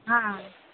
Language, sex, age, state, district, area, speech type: Maithili, female, 60+, Bihar, Araria, rural, conversation